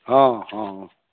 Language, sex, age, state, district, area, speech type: Maithili, male, 45-60, Bihar, Saharsa, rural, conversation